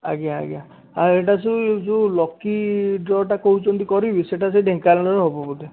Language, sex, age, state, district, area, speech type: Odia, male, 18-30, Odisha, Dhenkanal, rural, conversation